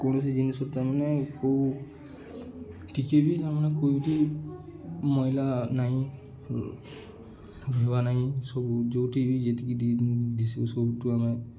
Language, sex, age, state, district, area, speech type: Odia, male, 18-30, Odisha, Balangir, urban, spontaneous